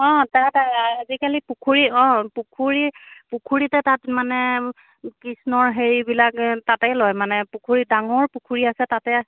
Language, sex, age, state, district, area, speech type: Assamese, female, 45-60, Assam, Majuli, urban, conversation